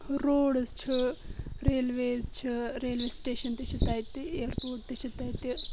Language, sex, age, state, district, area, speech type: Kashmiri, female, 18-30, Jammu and Kashmir, Budgam, rural, spontaneous